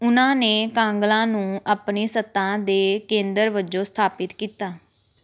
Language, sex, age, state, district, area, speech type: Punjabi, female, 18-30, Punjab, Pathankot, rural, read